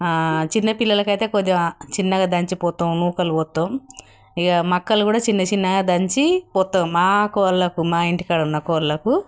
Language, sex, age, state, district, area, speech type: Telugu, female, 60+, Telangana, Jagtial, rural, spontaneous